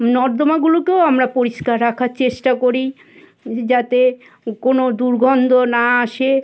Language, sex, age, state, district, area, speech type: Bengali, female, 60+, West Bengal, South 24 Parganas, rural, spontaneous